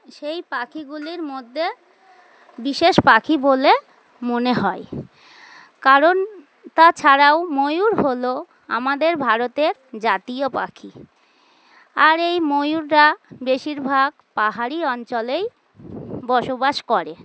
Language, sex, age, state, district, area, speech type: Bengali, female, 30-45, West Bengal, Dakshin Dinajpur, urban, spontaneous